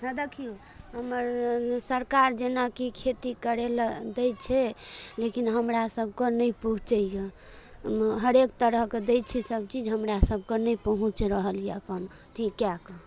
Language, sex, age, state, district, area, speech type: Maithili, female, 30-45, Bihar, Darbhanga, urban, spontaneous